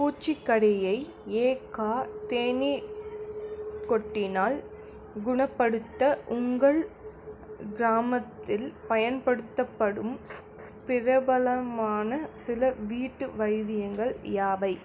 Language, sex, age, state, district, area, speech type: Tamil, female, 18-30, Tamil Nadu, Krishnagiri, rural, spontaneous